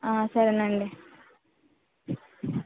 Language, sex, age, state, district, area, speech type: Telugu, female, 30-45, Andhra Pradesh, West Godavari, rural, conversation